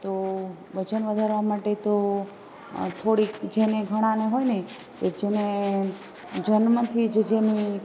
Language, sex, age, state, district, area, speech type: Gujarati, female, 30-45, Gujarat, Rajkot, rural, spontaneous